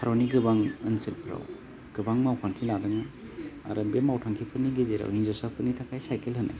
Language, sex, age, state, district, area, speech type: Bodo, male, 30-45, Assam, Baksa, rural, spontaneous